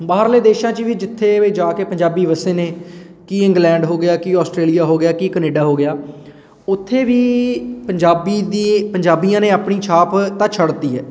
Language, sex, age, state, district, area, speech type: Punjabi, male, 18-30, Punjab, Patiala, urban, spontaneous